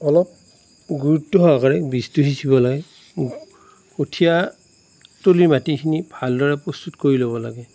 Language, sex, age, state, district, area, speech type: Assamese, male, 45-60, Assam, Darrang, rural, spontaneous